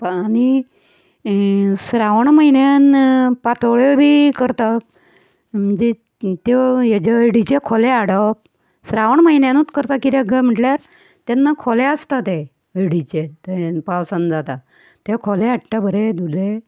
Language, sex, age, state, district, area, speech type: Goan Konkani, female, 60+, Goa, Ponda, rural, spontaneous